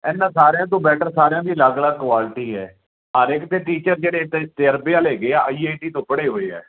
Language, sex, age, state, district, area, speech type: Punjabi, male, 30-45, Punjab, Fazilka, rural, conversation